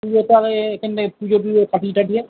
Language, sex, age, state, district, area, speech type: Bengali, male, 45-60, West Bengal, South 24 Parganas, urban, conversation